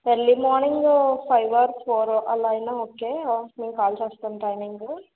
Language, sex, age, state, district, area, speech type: Telugu, female, 18-30, Andhra Pradesh, Konaseema, urban, conversation